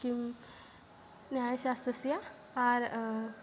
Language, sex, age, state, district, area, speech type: Sanskrit, female, 18-30, Kerala, Kannur, urban, spontaneous